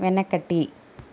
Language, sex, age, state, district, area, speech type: Telugu, female, 60+, Andhra Pradesh, Konaseema, rural, read